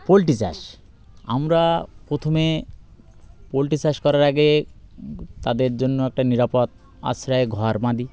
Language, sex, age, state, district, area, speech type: Bengali, male, 30-45, West Bengal, Birbhum, urban, spontaneous